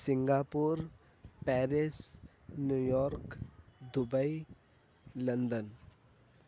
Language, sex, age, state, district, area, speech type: Urdu, male, 18-30, Uttar Pradesh, Gautam Buddha Nagar, rural, spontaneous